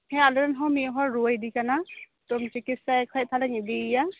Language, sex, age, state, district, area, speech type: Santali, female, 30-45, West Bengal, Birbhum, rural, conversation